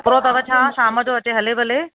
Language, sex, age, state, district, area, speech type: Sindhi, female, 30-45, Maharashtra, Thane, urban, conversation